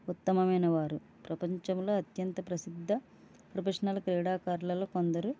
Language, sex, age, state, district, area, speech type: Telugu, female, 60+, Andhra Pradesh, East Godavari, rural, spontaneous